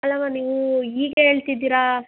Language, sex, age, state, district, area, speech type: Kannada, female, 18-30, Karnataka, Kolar, rural, conversation